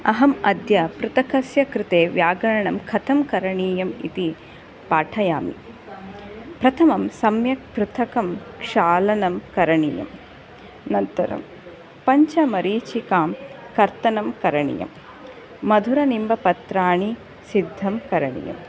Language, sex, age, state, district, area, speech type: Sanskrit, female, 30-45, Karnataka, Bangalore Urban, urban, spontaneous